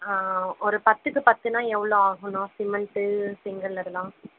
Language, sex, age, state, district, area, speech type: Tamil, female, 18-30, Tamil Nadu, Krishnagiri, rural, conversation